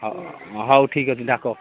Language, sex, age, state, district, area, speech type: Odia, male, 45-60, Odisha, Nabarangpur, rural, conversation